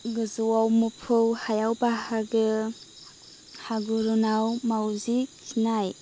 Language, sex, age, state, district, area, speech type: Bodo, female, 30-45, Assam, Chirang, rural, spontaneous